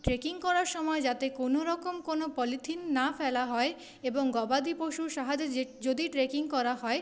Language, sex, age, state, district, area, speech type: Bengali, female, 30-45, West Bengal, Paschim Bardhaman, urban, spontaneous